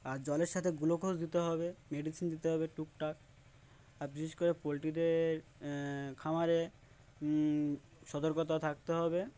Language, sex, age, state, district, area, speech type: Bengali, male, 18-30, West Bengal, Uttar Dinajpur, urban, spontaneous